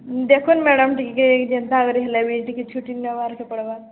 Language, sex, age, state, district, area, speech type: Odia, female, 18-30, Odisha, Balangir, urban, conversation